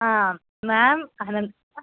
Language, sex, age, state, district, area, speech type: Malayalam, female, 18-30, Kerala, Kollam, rural, conversation